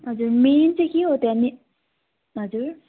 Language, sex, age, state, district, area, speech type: Nepali, female, 18-30, West Bengal, Darjeeling, rural, conversation